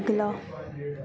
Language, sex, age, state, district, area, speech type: Punjabi, female, 18-30, Punjab, Mansa, urban, read